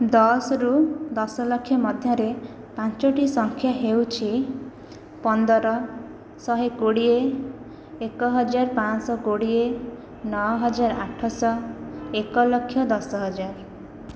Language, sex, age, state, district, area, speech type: Odia, female, 18-30, Odisha, Khordha, rural, spontaneous